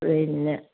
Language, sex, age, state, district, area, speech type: Malayalam, female, 60+, Kerala, Kozhikode, rural, conversation